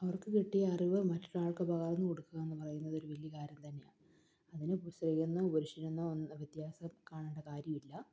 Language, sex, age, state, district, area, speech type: Malayalam, female, 30-45, Kerala, Palakkad, rural, spontaneous